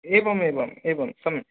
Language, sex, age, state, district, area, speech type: Sanskrit, male, 18-30, Odisha, Puri, rural, conversation